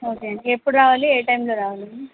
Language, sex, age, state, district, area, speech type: Telugu, female, 18-30, Andhra Pradesh, Sri Satya Sai, urban, conversation